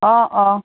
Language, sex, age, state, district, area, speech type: Assamese, female, 60+, Assam, Charaideo, urban, conversation